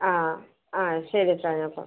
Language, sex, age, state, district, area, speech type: Malayalam, female, 18-30, Kerala, Thiruvananthapuram, rural, conversation